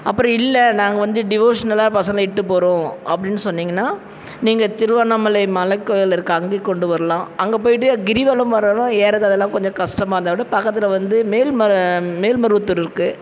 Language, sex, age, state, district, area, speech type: Tamil, female, 45-60, Tamil Nadu, Tiruvannamalai, urban, spontaneous